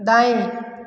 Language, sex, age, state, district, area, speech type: Hindi, female, 30-45, Uttar Pradesh, Mirzapur, rural, read